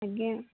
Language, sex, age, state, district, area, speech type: Odia, female, 18-30, Odisha, Bhadrak, rural, conversation